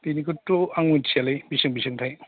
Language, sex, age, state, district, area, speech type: Bodo, male, 45-60, Assam, Kokrajhar, rural, conversation